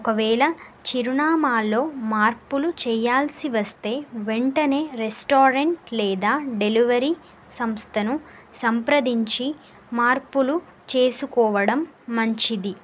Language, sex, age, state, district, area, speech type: Telugu, female, 18-30, Telangana, Nagarkurnool, urban, spontaneous